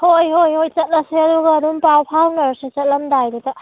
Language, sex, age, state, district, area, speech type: Manipuri, female, 30-45, Manipur, Tengnoupal, rural, conversation